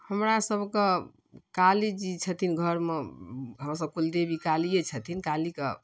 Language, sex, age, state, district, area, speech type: Maithili, female, 45-60, Bihar, Darbhanga, urban, spontaneous